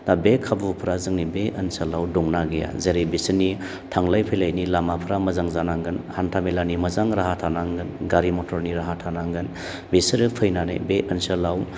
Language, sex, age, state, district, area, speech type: Bodo, male, 45-60, Assam, Baksa, urban, spontaneous